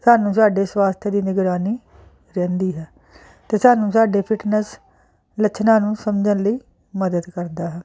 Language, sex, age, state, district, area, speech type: Punjabi, female, 45-60, Punjab, Jalandhar, urban, spontaneous